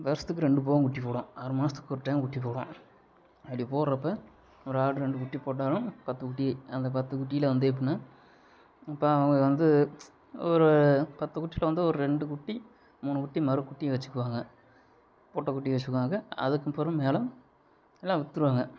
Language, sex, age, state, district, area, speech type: Tamil, male, 30-45, Tamil Nadu, Sivaganga, rural, spontaneous